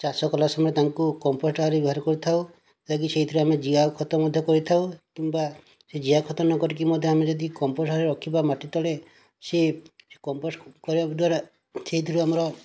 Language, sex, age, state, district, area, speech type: Odia, male, 30-45, Odisha, Kandhamal, rural, spontaneous